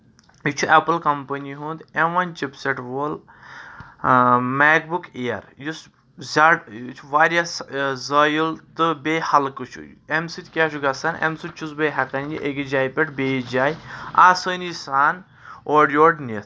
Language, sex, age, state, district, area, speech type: Kashmiri, male, 30-45, Jammu and Kashmir, Kulgam, urban, spontaneous